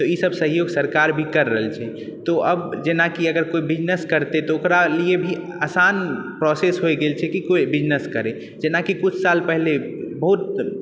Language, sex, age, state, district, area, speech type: Maithili, male, 18-30, Bihar, Purnia, urban, spontaneous